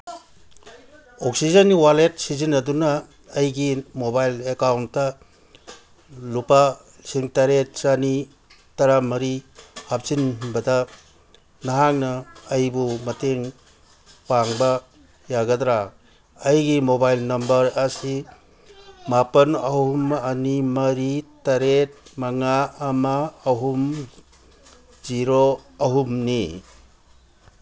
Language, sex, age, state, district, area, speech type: Manipuri, male, 60+, Manipur, Kangpokpi, urban, read